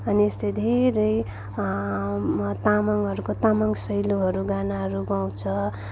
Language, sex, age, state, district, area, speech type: Nepali, female, 30-45, West Bengal, Darjeeling, rural, spontaneous